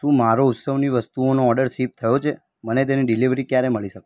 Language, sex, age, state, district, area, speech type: Gujarati, male, 18-30, Gujarat, Ahmedabad, urban, read